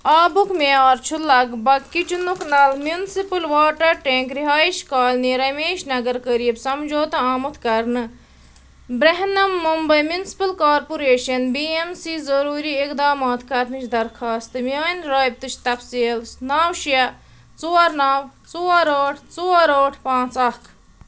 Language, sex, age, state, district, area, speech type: Kashmiri, female, 30-45, Jammu and Kashmir, Ganderbal, rural, read